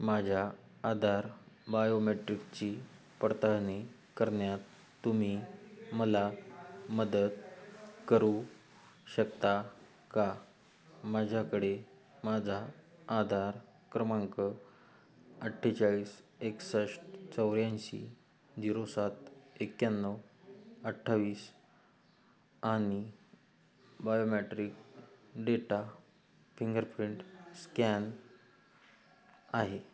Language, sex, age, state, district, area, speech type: Marathi, male, 18-30, Maharashtra, Hingoli, urban, read